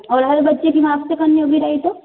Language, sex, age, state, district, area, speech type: Hindi, female, 30-45, Rajasthan, Jodhpur, urban, conversation